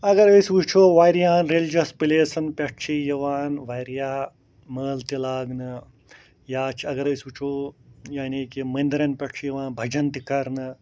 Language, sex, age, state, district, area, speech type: Kashmiri, male, 45-60, Jammu and Kashmir, Ganderbal, rural, spontaneous